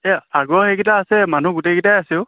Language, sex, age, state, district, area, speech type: Assamese, male, 30-45, Assam, Lakhimpur, rural, conversation